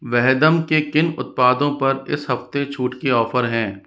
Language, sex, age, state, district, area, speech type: Hindi, male, 60+, Rajasthan, Jaipur, urban, read